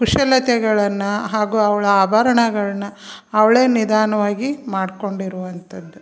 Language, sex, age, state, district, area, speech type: Kannada, female, 45-60, Karnataka, Koppal, rural, spontaneous